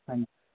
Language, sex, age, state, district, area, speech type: Punjabi, male, 18-30, Punjab, Fazilka, rural, conversation